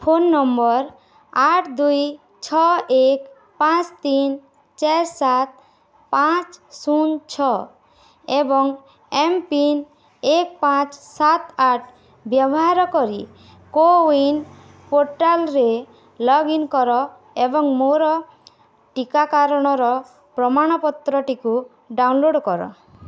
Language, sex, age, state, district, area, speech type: Odia, female, 18-30, Odisha, Bargarh, urban, read